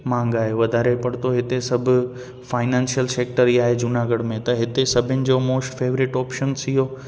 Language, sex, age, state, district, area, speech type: Sindhi, male, 18-30, Gujarat, Junagadh, urban, spontaneous